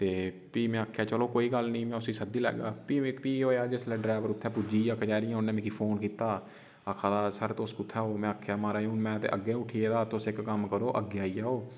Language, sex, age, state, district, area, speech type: Dogri, male, 18-30, Jammu and Kashmir, Udhampur, rural, spontaneous